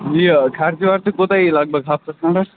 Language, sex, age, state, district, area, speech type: Kashmiri, male, 30-45, Jammu and Kashmir, Bandipora, rural, conversation